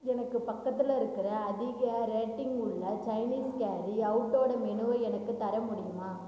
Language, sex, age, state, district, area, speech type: Tamil, female, 18-30, Tamil Nadu, Cuddalore, rural, read